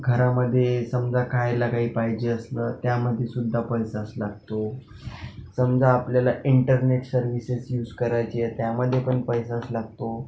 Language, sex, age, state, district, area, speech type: Marathi, male, 18-30, Maharashtra, Akola, urban, spontaneous